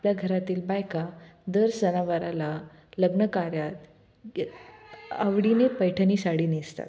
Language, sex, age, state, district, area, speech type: Marathi, female, 18-30, Maharashtra, Osmanabad, rural, spontaneous